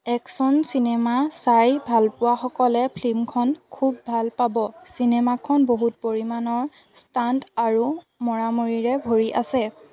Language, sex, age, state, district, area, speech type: Assamese, female, 18-30, Assam, Jorhat, urban, read